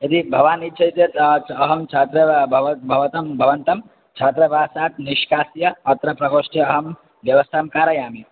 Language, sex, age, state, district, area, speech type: Sanskrit, male, 18-30, Assam, Dhemaji, rural, conversation